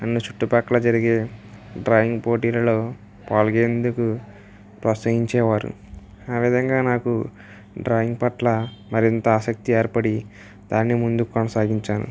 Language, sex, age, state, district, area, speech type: Telugu, male, 18-30, Andhra Pradesh, West Godavari, rural, spontaneous